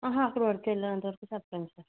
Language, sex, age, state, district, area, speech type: Telugu, female, 30-45, Andhra Pradesh, Kakinada, urban, conversation